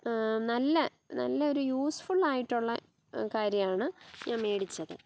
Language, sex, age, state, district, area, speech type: Malayalam, female, 30-45, Kerala, Kottayam, rural, spontaneous